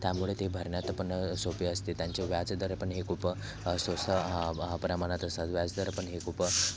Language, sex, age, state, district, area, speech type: Marathi, male, 18-30, Maharashtra, Thane, urban, spontaneous